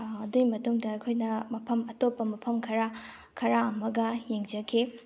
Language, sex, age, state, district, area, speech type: Manipuri, female, 30-45, Manipur, Tengnoupal, rural, spontaneous